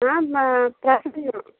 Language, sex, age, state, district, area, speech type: Telugu, female, 30-45, Andhra Pradesh, Kadapa, rural, conversation